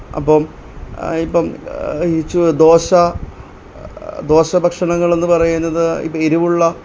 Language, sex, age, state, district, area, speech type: Malayalam, male, 18-30, Kerala, Pathanamthitta, urban, spontaneous